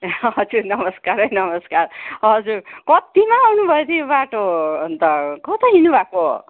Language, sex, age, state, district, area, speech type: Nepali, female, 60+, West Bengal, Kalimpong, rural, conversation